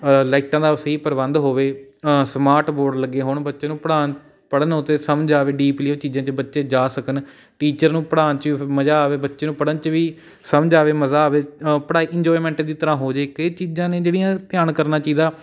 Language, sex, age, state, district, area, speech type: Punjabi, male, 18-30, Punjab, Patiala, urban, spontaneous